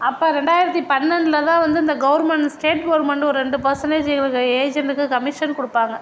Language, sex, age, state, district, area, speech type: Tamil, female, 60+, Tamil Nadu, Mayiladuthurai, urban, spontaneous